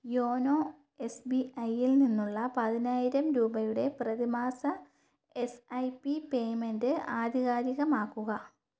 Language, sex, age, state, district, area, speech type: Malayalam, female, 30-45, Kerala, Thiruvananthapuram, rural, read